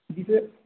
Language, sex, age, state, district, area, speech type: Hindi, male, 30-45, Madhya Pradesh, Hoshangabad, rural, conversation